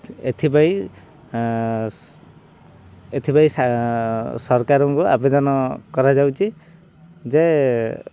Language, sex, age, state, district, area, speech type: Odia, male, 18-30, Odisha, Ganjam, urban, spontaneous